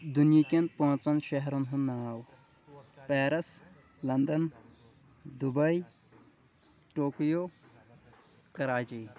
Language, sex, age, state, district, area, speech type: Kashmiri, male, 30-45, Jammu and Kashmir, Kulgam, rural, spontaneous